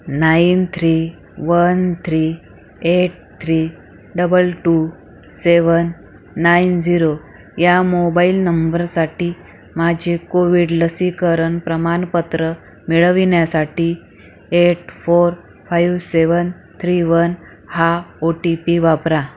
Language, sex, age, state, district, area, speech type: Marathi, female, 45-60, Maharashtra, Akola, urban, read